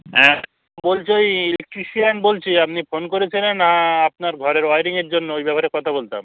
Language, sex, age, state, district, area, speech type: Bengali, male, 45-60, West Bengal, Bankura, urban, conversation